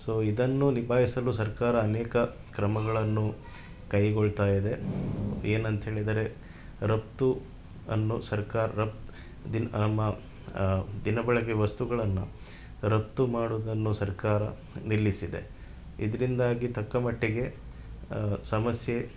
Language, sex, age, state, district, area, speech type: Kannada, male, 30-45, Karnataka, Udupi, urban, spontaneous